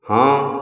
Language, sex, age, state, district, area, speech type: Odia, male, 45-60, Odisha, Khordha, rural, read